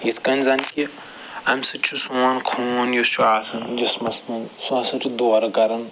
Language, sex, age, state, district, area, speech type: Kashmiri, male, 45-60, Jammu and Kashmir, Srinagar, urban, spontaneous